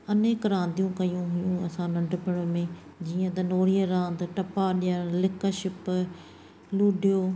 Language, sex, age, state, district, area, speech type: Sindhi, female, 45-60, Maharashtra, Thane, urban, spontaneous